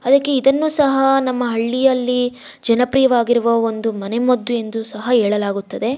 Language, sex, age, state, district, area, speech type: Kannada, female, 18-30, Karnataka, Kolar, rural, spontaneous